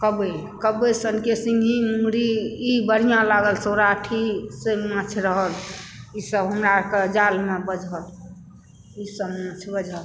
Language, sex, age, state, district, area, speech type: Maithili, female, 60+, Bihar, Supaul, rural, spontaneous